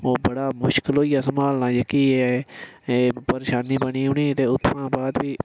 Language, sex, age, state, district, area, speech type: Dogri, male, 30-45, Jammu and Kashmir, Udhampur, rural, spontaneous